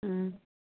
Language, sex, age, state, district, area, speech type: Manipuri, female, 45-60, Manipur, Churachandpur, rural, conversation